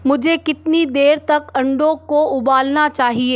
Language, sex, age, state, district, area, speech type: Hindi, female, 30-45, Rajasthan, Jodhpur, urban, read